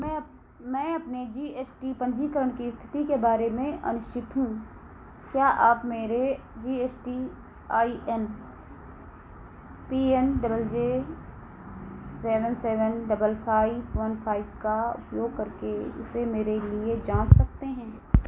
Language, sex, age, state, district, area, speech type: Hindi, female, 30-45, Uttar Pradesh, Sitapur, rural, read